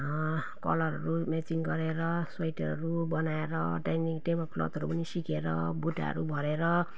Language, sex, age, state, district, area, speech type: Nepali, female, 45-60, West Bengal, Jalpaiguri, urban, spontaneous